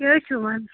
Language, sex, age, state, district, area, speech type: Kashmiri, female, 30-45, Jammu and Kashmir, Bandipora, rural, conversation